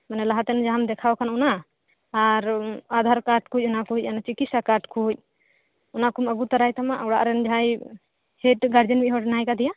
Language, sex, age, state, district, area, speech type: Santali, female, 30-45, West Bengal, Birbhum, rural, conversation